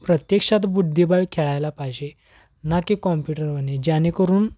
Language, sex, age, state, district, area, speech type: Marathi, male, 18-30, Maharashtra, Kolhapur, urban, spontaneous